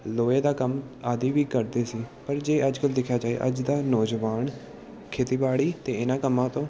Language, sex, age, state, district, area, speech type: Punjabi, male, 18-30, Punjab, Gurdaspur, urban, spontaneous